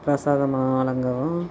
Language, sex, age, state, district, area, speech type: Tamil, female, 60+, Tamil Nadu, Cuddalore, rural, spontaneous